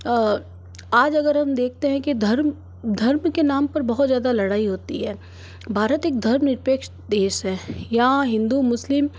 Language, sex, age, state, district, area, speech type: Hindi, female, 30-45, Rajasthan, Jodhpur, urban, spontaneous